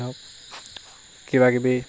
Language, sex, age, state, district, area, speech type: Assamese, male, 18-30, Assam, Lakhimpur, rural, spontaneous